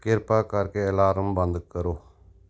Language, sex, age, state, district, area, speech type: Punjabi, male, 45-60, Punjab, Gurdaspur, urban, read